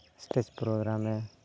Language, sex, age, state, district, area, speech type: Santali, male, 18-30, Jharkhand, Pakur, rural, spontaneous